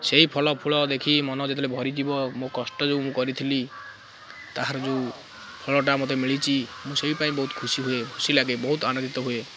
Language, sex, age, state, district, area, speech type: Odia, male, 18-30, Odisha, Kendrapara, urban, spontaneous